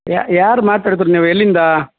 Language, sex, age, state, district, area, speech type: Kannada, male, 30-45, Karnataka, Udupi, rural, conversation